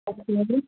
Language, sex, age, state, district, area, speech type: Malayalam, female, 30-45, Kerala, Thiruvananthapuram, rural, conversation